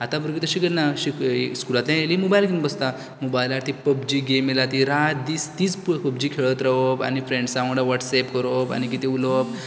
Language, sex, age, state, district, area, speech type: Goan Konkani, male, 18-30, Goa, Canacona, rural, spontaneous